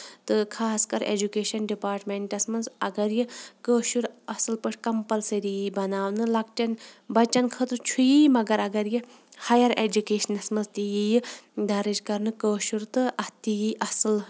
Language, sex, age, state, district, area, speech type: Kashmiri, female, 30-45, Jammu and Kashmir, Shopian, urban, spontaneous